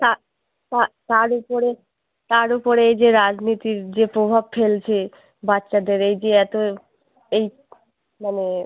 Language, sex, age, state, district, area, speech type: Bengali, female, 18-30, West Bengal, Uttar Dinajpur, urban, conversation